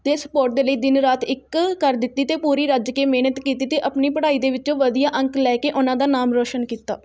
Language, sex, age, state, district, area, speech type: Punjabi, female, 18-30, Punjab, Rupnagar, rural, spontaneous